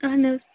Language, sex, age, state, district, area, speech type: Kashmiri, female, 45-60, Jammu and Kashmir, Kupwara, urban, conversation